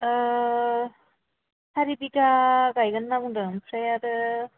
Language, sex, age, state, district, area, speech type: Bodo, female, 18-30, Assam, Kokrajhar, rural, conversation